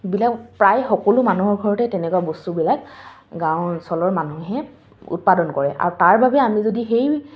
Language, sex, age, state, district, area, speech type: Assamese, female, 18-30, Assam, Kamrup Metropolitan, urban, spontaneous